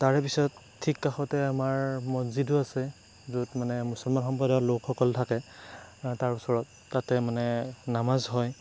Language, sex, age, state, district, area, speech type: Assamese, male, 18-30, Assam, Darrang, rural, spontaneous